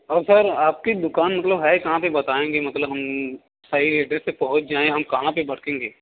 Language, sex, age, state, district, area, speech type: Hindi, male, 18-30, Uttar Pradesh, Bhadohi, rural, conversation